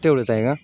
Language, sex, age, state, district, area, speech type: Marathi, male, 18-30, Maharashtra, Sangli, urban, spontaneous